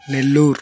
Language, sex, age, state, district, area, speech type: Telugu, male, 18-30, Andhra Pradesh, Bapatla, rural, spontaneous